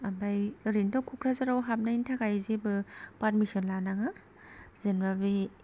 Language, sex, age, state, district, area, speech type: Bodo, female, 18-30, Assam, Kokrajhar, rural, spontaneous